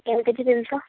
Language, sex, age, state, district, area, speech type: Odia, female, 30-45, Odisha, Bhadrak, rural, conversation